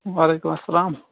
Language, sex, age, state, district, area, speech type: Kashmiri, male, 30-45, Jammu and Kashmir, Shopian, rural, conversation